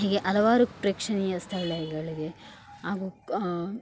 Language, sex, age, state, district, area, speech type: Kannada, female, 18-30, Karnataka, Dakshina Kannada, rural, spontaneous